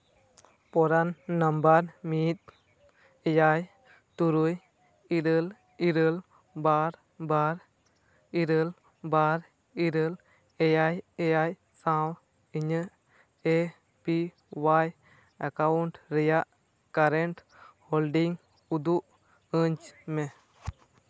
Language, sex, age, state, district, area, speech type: Santali, male, 18-30, West Bengal, Purba Bardhaman, rural, read